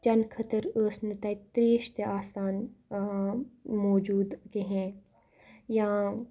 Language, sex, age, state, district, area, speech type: Kashmiri, female, 18-30, Jammu and Kashmir, Kupwara, rural, spontaneous